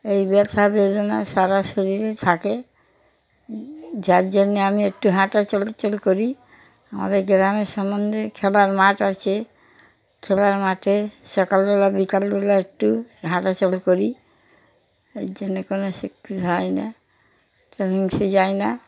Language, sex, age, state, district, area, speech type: Bengali, female, 60+, West Bengal, Darjeeling, rural, spontaneous